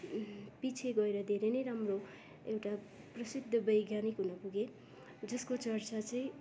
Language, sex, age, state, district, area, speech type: Nepali, female, 18-30, West Bengal, Darjeeling, rural, spontaneous